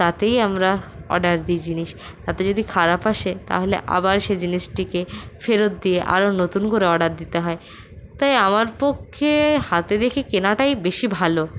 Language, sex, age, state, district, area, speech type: Bengali, female, 60+, West Bengal, Purulia, rural, spontaneous